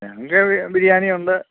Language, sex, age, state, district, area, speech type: Malayalam, male, 60+, Kerala, Kottayam, urban, conversation